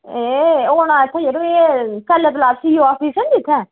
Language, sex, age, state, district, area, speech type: Dogri, female, 30-45, Jammu and Kashmir, Udhampur, urban, conversation